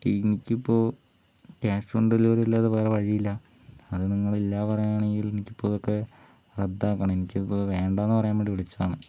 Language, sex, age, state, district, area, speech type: Malayalam, male, 18-30, Kerala, Palakkad, urban, spontaneous